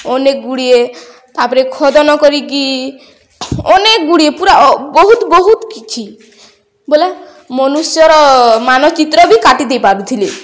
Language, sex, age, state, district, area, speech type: Odia, female, 18-30, Odisha, Balangir, urban, spontaneous